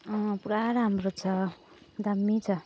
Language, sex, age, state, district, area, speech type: Nepali, female, 45-60, West Bengal, Jalpaiguri, urban, spontaneous